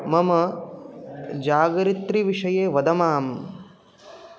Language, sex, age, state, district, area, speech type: Sanskrit, male, 18-30, Maharashtra, Aurangabad, urban, read